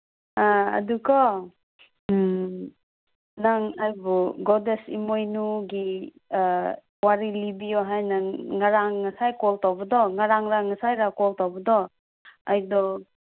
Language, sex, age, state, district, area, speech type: Manipuri, female, 18-30, Manipur, Kangpokpi, urban, conversation